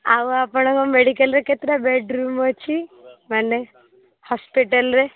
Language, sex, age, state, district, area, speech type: Odia, female, 18-30, Odisha, Sundergarh, urban, conversation